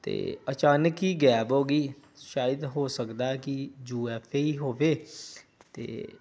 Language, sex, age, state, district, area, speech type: Punjabi, male, 30-45, Punjab, Pathankot, rural, spontaneous